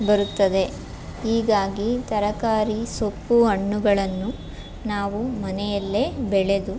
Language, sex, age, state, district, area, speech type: Kannada, female, 30-45, Karnataka, Chamarajanagar, rural, spontaneous